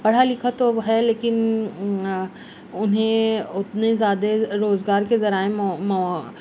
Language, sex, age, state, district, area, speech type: Urdu, female, 30-45, Maharashtra, Nashik, urban, spontaneous